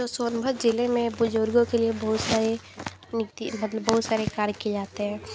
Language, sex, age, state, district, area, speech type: Hindi, female, 18-30, Uttar Pradesh, Sonbhadra, rural, spontaneous